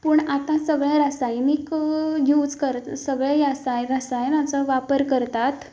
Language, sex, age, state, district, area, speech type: Goan Konkani, female, 18-30, Goa, Canacona, rural, spontaneous